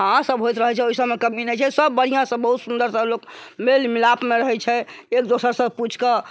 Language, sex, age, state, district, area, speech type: Maithili, female, 60+, Bihar, Sitamarhi, urban, spontaneous